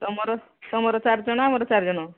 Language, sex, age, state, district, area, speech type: Odia, female, 45-60, Odisha, Angul, rural, conversation